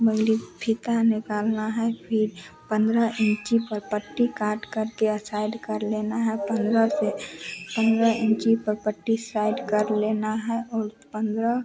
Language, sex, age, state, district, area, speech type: Hindi, female, 18-30, Bihar, Madhepura, rural, spontaneous